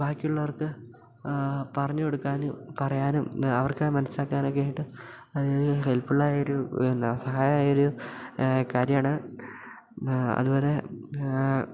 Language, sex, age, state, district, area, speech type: Malayalam, male, 18-30, Kerala, Idukki, rural, spontaneous